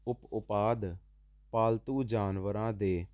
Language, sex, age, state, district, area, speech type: Punjabi, male, 18-30, Punjab, Jalandhar, urban, spontaneous